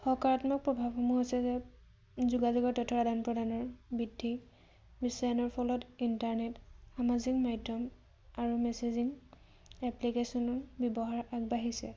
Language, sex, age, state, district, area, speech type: Assamese, female, 18-30, Assam, Dhemaji, rural, spontaneous